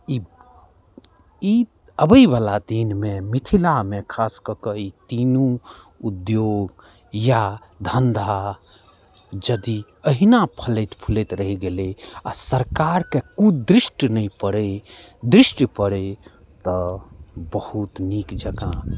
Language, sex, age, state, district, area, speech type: Maithili, male, 45-60, Bihar, Madhubani, rural, spontaneous